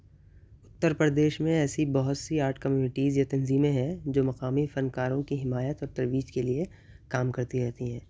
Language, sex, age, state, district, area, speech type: Urdu, male, 30-45, Uttar Pradesh, Gautam Buddha Nagar, urban, spontaneous